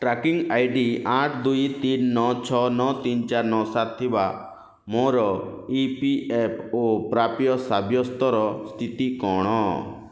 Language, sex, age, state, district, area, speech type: Odia, male, 30-45, Odisha, Kalahandi, rural, read